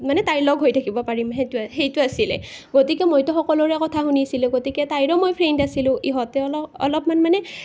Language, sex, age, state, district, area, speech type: Assamese, female, 18-30, Assam, Nalbari, rural, spontaneous